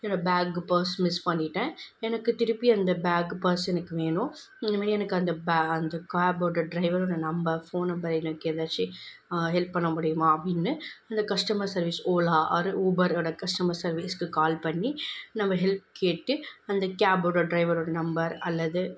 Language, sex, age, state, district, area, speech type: Tamil, female, 18-30, Tamil Nadu, Kanchipuram, urban, spontaneous